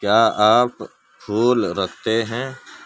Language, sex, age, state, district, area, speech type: Urdu, male, 18-30, Uttar Pradesh, Gautam Buddha Nagar, urban, read